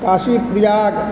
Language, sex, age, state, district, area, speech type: Maithili, male, 45-60, Bihar, Supaul, urban, spontaneous